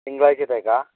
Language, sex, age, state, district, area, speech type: Malayalam, male, 18-30, Kerala, Wayanad, rural, conversation